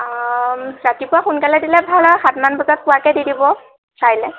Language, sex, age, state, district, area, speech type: Assamese, female, 18-30, Assam, Lakhimpur, rural, conversation